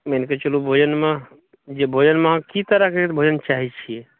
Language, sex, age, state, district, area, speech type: Maithili, male, 30-45, Bihar, Saharsa, urban, conversation